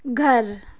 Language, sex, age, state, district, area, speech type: Urdu, female, 30-45, Uttar Pradesh, Lucknow, rural, read